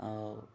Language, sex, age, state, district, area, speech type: Odia, male, 30-45, Odisha, Malkangiri, urban, spontaneous